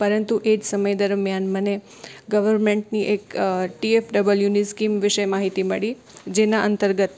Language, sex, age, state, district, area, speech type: Gujarati, female, 18-30, Gujarat, Morbi, urban, spontaneous